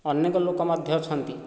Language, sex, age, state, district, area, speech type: Odia, male, 45-60, Odisha, Nayagarh, rural, spontaneous